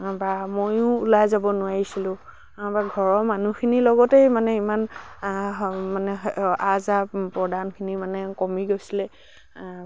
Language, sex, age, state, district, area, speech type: Assamese, female, 60+, Assam, Dibrugarh, rural, spontaneous